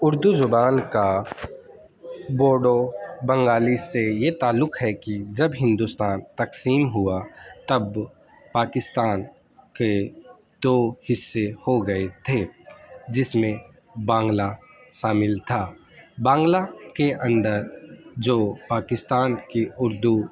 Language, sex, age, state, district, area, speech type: Urdu, male, 30-45, Delhi, North East Delhi, urban, spontaneous